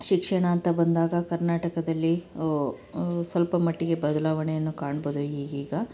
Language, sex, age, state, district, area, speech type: Kannada, female, 30-45, Karnataka, Chitradurga, urban, spontaneous